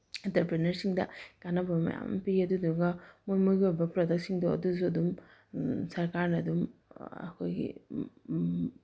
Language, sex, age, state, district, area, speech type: Manipuri, female, 30-45, Manipur, Bishnupur, rural, spontaneous